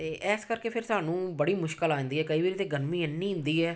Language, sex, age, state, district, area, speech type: Punjabi, female, 45-60, Punjab, Amritsar, urban, spontaneous